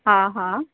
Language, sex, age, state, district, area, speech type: Sindhi, female, 18-30, Rajasthan, Ajmer, urban, conversation